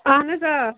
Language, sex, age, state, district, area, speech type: Kashmiri, female, 45-60, Jammu and Kashmir, Ganderbal, rural, conversation